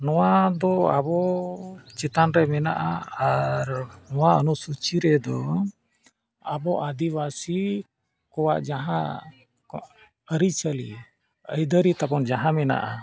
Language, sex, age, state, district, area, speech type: Santali, male, 45-60, Jharkhand, Bokaro, rural, spontaneous